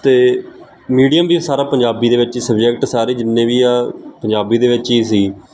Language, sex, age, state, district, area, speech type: Punjabi, male, 18-30, Punjab, Kapurthala, rural, spontaneous